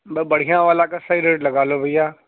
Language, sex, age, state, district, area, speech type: Urdu, male, 30-45, Uttar Pradesh, Gautam Buddha Nagar, urban, conversation